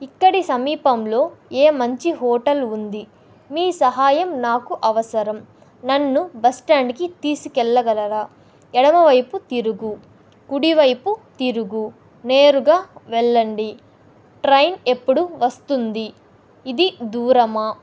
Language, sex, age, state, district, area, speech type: Telugu, female, 18-30, Andhra Pradesh, Kadapa, rural, spontaneous